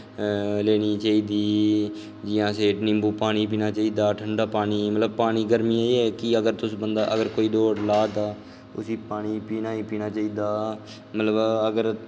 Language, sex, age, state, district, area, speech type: Dogri, male, 18-30, Jammu and Kashmir, Kathua, rural, spontaneous